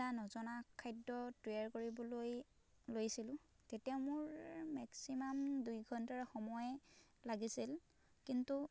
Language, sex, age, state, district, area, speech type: Assamese, female, 18-30, Assam, Dhemaji, rural, spontaneous